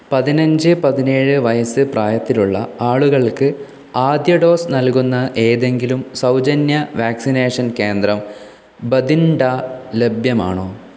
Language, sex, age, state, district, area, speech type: Malayalam, male, 18-30, Kerala, Kannur, rural, read